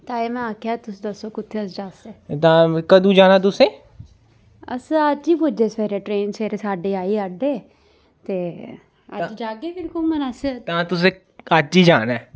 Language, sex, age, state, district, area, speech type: Dogri, female, 18-30, Jammu and Kashmir, Jammu, rural, spontaneous